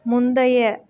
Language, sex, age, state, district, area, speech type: Tamil, female, 18-30, Tamil Nadu, Nagapattinam, rural, read